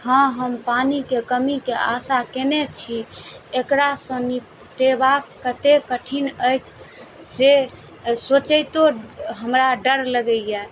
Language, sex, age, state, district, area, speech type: Maithili, female, 30-45, Bihar, Madhubani, rural, spontaneous